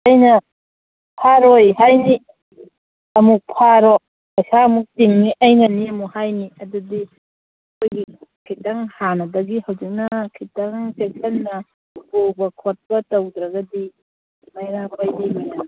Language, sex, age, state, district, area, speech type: Manipuri, female, 45-60, Manipur, Kangpokpi, urban, conversation